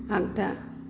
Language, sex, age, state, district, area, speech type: Bodo, female, 45-60, Assam, Chirang, rural, read